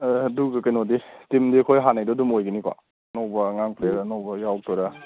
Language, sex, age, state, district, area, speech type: Manipuri, male, 30-45, Manipur, Kangpokpi, urban, conversation